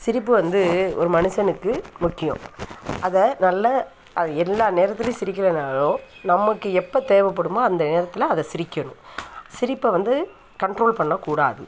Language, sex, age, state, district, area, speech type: Tamil, female, 60+, Tamil Nadu, Thanjavur, urban, spontaneous